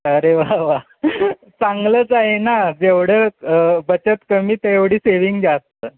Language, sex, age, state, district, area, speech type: Marathi, male, 30-45, Maharashtra, Sangli, urban, conversation